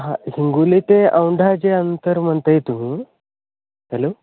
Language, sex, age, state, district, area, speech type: Marathi, male, 30-45, Maharashtra, Hingoli, rural, conversation